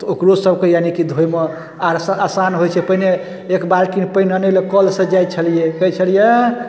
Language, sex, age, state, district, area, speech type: Maithili, male, 30-45, Bihar, Darbhanga, urban, spontaneous